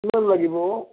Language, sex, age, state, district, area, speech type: Assamese, male, 60+, Assam, Udalguri, rural, conversation